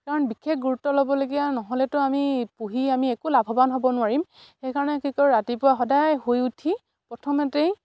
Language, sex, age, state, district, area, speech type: Assamese, female, 45-60, Assam, Dibrugarh, rural, spontaneous